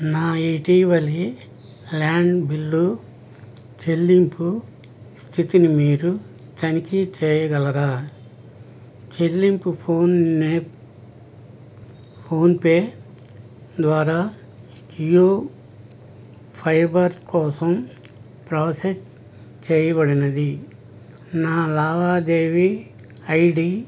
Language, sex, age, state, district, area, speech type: Telugu, male, 60+, Andhra Pradesh, N T Rama Rao, urban, read